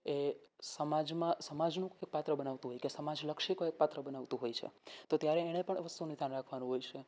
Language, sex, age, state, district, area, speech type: Gujarati, male, 18-30, Gujarat, Rajkot, rural, spontaneous